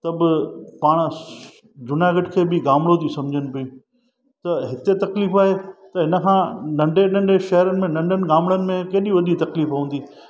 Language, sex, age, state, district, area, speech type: Sindhi, male, 45-60, Gujarat, Junagadh, rural, spontaneous